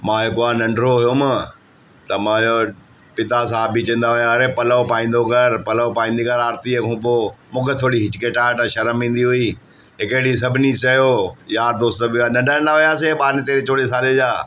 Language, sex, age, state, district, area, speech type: Sindhi, male, 45-60, Delhi, South Delhi, urban, spontaneous